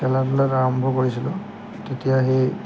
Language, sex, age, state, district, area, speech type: Assamese, male, 18-30, Assam, Lakhimpur, urban, spontaneous